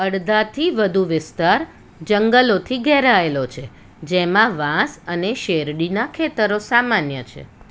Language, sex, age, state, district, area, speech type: Gujarati, female, 45-60, Gujarat, Surat, urban, read